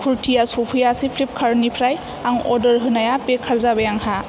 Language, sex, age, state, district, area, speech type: Bodo, female, 18-30, Assam, Chirang, urban, spontaneous